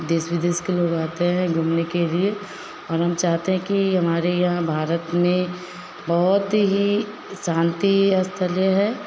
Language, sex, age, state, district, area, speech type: Hindi, female, 30-45, Bihar, Vaishali, urban, spontaneous